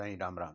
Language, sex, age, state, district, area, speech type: Sindhi, male, 60+, Gujarat, Surat, urban, spontaneous